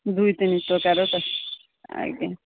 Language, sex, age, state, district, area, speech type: Odia, female, 45-60, Odisha, Balasore, rural, conversation